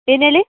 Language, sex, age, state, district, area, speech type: Kannada, female, 18-30, Karnataka, Uttara Kannada, rural, conversation